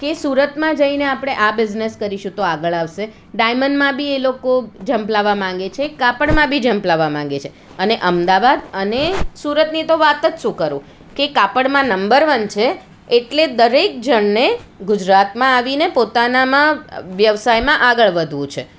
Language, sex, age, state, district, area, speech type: Gujarati, female, 45-60, Gujarat, Surat, urban, spontaneous